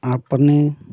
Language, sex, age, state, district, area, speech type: Hindi, male, 45-60, Uttar Pradesh, Prayagraj, urban, spontaneous